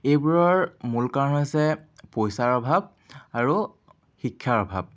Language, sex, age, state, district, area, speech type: Assamese, male, 18-30, Assam, Jorhat, urban, spontaneous